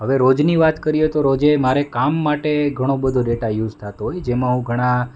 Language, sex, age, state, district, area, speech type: Gujarati, male, 30-45, Gujarat, Rajkot, urban, spontaneous